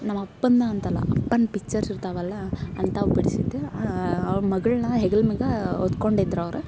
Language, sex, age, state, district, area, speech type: Kannada, female, 18-30, Karnataka, Koppal, urban, spontaneous